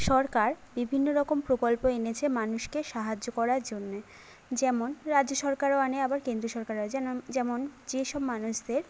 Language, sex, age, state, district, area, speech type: Bengali, female, 30-45, West Bengal, Jhargram, rural, spontaneous